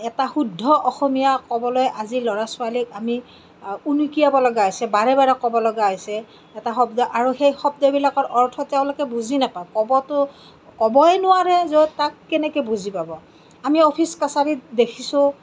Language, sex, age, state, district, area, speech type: Assamese, female, 30-45, Assam, Kamrup Metropolitan, urban, spontaneous